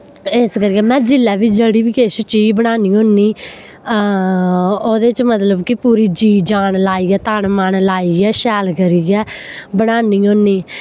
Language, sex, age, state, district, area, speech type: Dogri, female, 18-30, Jammu and Kashmir, Samba, rural, spontaneous